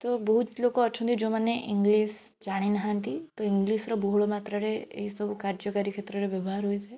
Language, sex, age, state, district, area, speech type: Odia, female, 18-30, Odisha, Bhadrak, rural, spontaneous